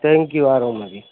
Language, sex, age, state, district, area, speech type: Urdu, male, 60+, Uttar Pradesh, Gautam Buddha Nagar, urban, conversation